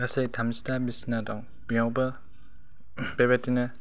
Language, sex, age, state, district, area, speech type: Bodo, male, 18-30, Assam, Kokrajhar, rural, spontaneous